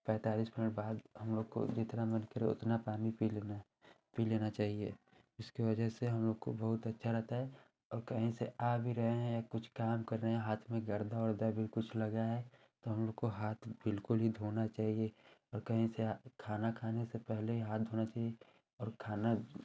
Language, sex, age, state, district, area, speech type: Hindi, male, 18-30, Uttar Pradesh, Chandauli, urban, spontaneous